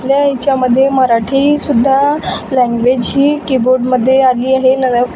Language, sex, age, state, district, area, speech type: Marathi, female, 18-30, Maharashtra, Wardha, rural, spontaneous